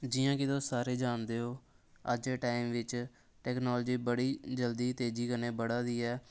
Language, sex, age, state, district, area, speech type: Dogri, male, 18-30, Jammu and Kashmir, Samba, urban, spontaneous